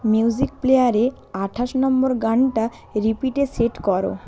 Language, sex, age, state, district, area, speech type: Bengali, female, 45-60, West Bengal, Purba Medinipur, rural, read